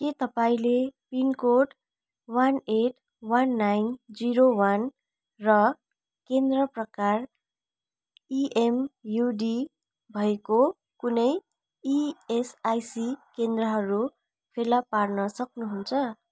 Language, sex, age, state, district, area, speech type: Nepali, female, 30-45, West Bengal, Darjeeling, rural, read